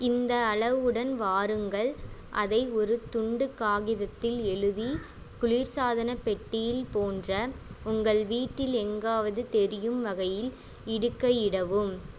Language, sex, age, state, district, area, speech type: Tamil, female, 18-30, Tamil Nadu, Ariyalur, rural, read